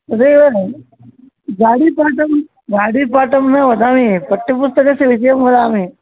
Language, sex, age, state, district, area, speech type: Sanskrit, male, 30-45, Karnataka, Vijayapura, urban, conversation